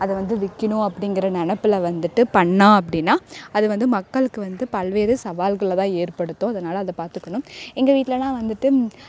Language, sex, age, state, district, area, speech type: Tamil, female, 18-30, Tamil Nadu, Perambalur, rural, spontaneous